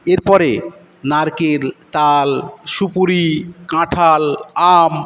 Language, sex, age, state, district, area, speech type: Bengali, male, 45-60, West Bengal, Paschim Medinipur, rural, spontaneous